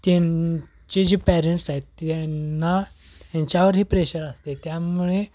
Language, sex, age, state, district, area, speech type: Marathi, male, 18-30, Maharashtra, Kolhapur, urban, spontaneous